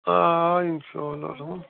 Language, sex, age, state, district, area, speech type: Kashmiri, male, 60+, Jammu and Kashmir, Srinagar, rural, conversation